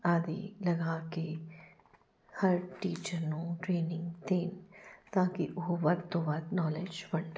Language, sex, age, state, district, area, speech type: Punjabi, female, 45-60, Punjab, Jalandhar, urban, spontaneous